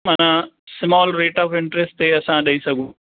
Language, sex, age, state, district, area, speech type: Sindhi, male, 60+, Maharashtra, Thane, urban, conversation